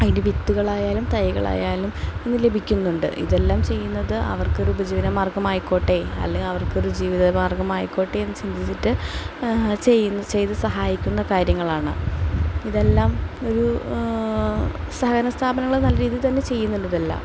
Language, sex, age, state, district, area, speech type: Malayalam, female, 18-30, Kerala, Palakkad, urban, spontaneous